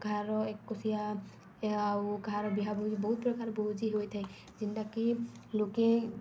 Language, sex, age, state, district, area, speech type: Odia, female, 18-30, Odisha, Balangir, urban, spontaneous